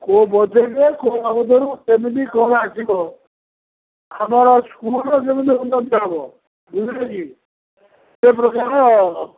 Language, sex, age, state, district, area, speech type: Odia, male, 45-60, Odisha, Sundergarh, rural, conversation